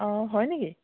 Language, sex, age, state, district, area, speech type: Assamese, female, 45-60, Assam, Dibrugarh, rural, conversation